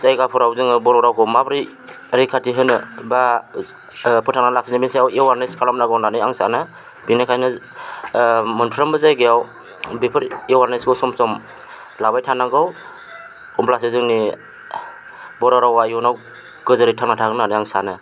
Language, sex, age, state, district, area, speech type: Bodo, male, 30-45, Assam, Chirang, rural, spontaneous